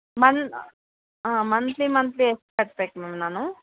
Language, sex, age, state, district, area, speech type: Kannada, female, 30-45, Karnataka, Bellary, rural, conversation